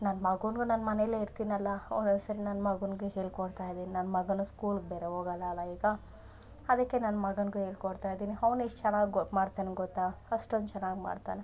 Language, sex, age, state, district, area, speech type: Kannada, female, 18-30, Karnataka, Bangalore Rural, rural, spontaneous